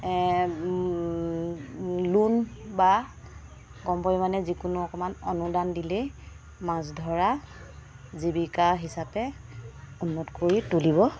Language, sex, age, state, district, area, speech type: Assamese, female, 45-60, Assam, Dibrugarh, rural, spontaneous